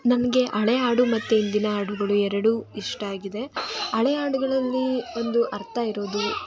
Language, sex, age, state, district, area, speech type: Kannada, female, 18-30, Karnataka, Tumkur, rural, spontaneous